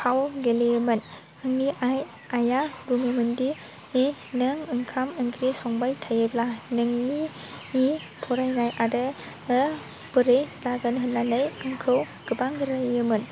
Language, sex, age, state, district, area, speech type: Bodo, female, 18-30, Assam, Baksa, rural, spontaneous